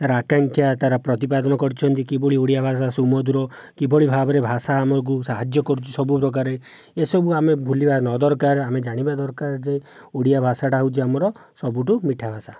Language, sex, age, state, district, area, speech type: Odia, male, 45-60, Odisha, Jajpur, rural, spontaneous